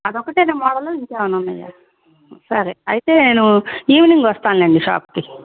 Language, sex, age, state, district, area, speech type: Telugu, female, 45-60, Andhra Pradesh, Guntur, urban, conversation